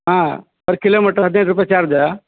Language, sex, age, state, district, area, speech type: Kannada, male, 30-45, Karnataka, Udupi, rural, conversation